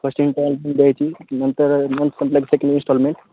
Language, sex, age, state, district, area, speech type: Marathi, male, 18-30, Maharashtra, Nanded, rural, conversation